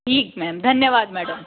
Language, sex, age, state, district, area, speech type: Hindi, female, 60+, Rajasthan, Jaipur, urban, conversation